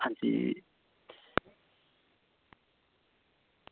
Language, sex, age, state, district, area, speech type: Dogri, male, 18-30, Jammu and Kashmir, Samba, rural, conversation